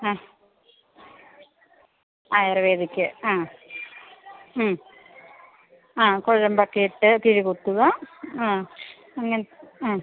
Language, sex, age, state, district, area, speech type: Malayalam, female, 30-45, Kerala, Pathanamthitta, rural, conversation